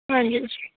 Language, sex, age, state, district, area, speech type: Punjabi, female, 18-30, Punjab, Firozpur, urban, conversation